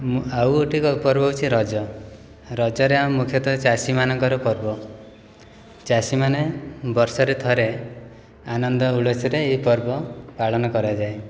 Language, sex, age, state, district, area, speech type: Odia, male, 30-45, Odisha, Jajpur, rural, spontaneous